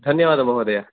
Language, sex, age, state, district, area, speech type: Sanskrit, male, 18-30, Karnataka, Uttara Kannada, rural, conversation